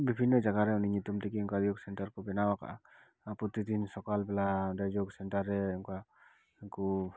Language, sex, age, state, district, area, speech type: Santali, male, 30-45, West Bengal, Dakshin Dinajpur, rural, spontaneous